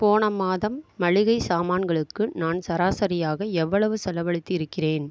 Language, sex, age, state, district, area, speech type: Tamil, female, 45-60, Tamil Nadu, Mayiladuthurai, urban, read